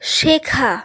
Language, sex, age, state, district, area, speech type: Bengali, female, 30-45, West Bengal, Hooghly, urban, read